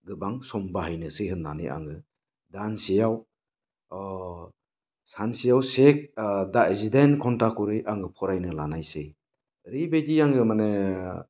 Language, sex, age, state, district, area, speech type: Bodo, male, 45-60, Assam, Baksa, rural, spontaneous